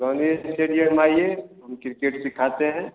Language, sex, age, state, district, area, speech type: Hindi, male, 30-45, Bihar, Begusarai, rural, conversation